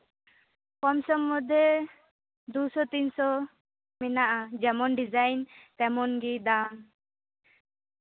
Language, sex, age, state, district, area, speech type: Santali, female, 18-30, West Bengal, Purba Bardhaman, rural, conversation